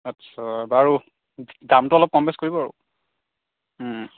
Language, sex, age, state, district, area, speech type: Assamese, female, 60+, Assam, Kamrup Metropolitan, urban, conversation